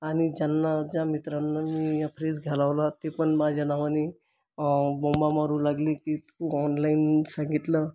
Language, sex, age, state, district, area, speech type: Marathi, male, 45-60, Maharashtra, Buldhana, urban, spontaneous